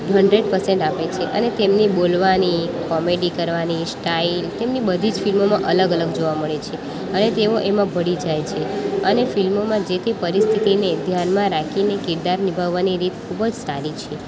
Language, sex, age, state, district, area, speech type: Gujarati, female, 18-30, Gujarat, Valsad, rural, spontaneous